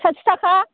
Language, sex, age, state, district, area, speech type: Bodo, female, 60+, Assam, Udalguri, rural, conversation